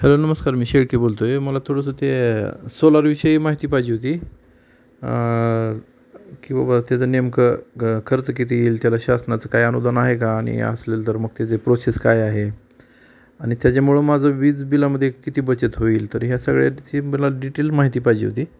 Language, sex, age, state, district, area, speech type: Marathi, male, 45-60, Maharashtra, Osmanabad, rural, spontaneous